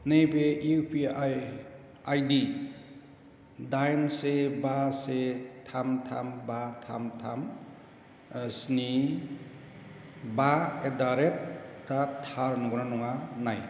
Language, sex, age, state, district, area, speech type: Bodo, male, 60+, Assam, Chirang, urban, read